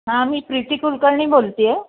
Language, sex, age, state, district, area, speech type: Marathi, female, 60+, Maharashtra, Nashik, urban, conversation